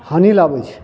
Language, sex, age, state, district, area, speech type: Maithili, male, 45-60, Bihar, Madhepura, rural, spontaneous